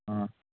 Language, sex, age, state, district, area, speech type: Manipuri, male, 18-30, Manipur, Kangpokpi, urban, conversation